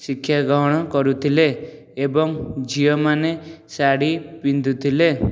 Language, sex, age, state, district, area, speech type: Odia, male, 18-30, Odisha, Jajpur, rural, spontaneous